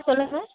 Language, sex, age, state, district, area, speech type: Tamil, female, 45-60, Tamil Nadu, Nilgiris, rural, conversation